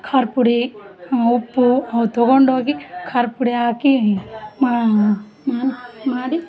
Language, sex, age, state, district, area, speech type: Kannada, female, 45-60, Karnataka, Vijayanagara, rural, spontaneous